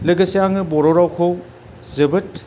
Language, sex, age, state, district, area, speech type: Bodo, male, 45-60, Assam, Kokrajhar, rural, spontaneous